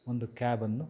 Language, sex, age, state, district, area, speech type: Kannada, male, 45-60, Karnataka, Kolar, urban, spontaneous